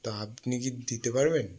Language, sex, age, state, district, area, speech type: Bengali, male, 18-30, West Bengal, South 24 Parganas, rural, spontaneous